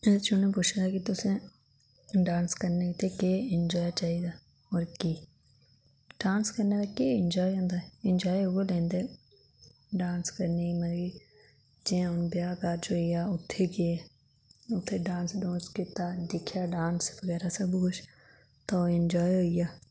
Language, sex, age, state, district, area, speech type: Dogri, female, 18-30, Jammu and Kashmir, Reasi, rural, spontaneous